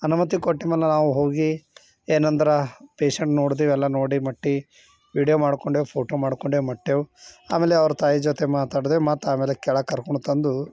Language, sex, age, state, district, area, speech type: Kannada, male, 30-45, Karnataka, Bidar, urban, spontaneous